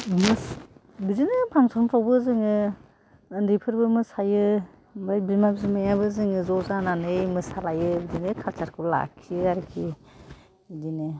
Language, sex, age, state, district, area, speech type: Bodo, female, 60+, Assam, Kokrajhar, urban, spontaneous